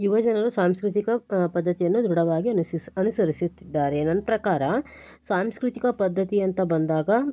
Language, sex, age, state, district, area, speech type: Kannada, female, 18-30, Karnataka, Shimoga, rural, spontaneous